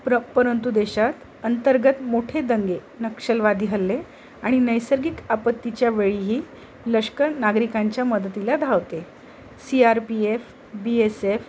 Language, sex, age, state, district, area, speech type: Marathi, female, 45-60, Maharashtra, Nagpur, urban, spontaneous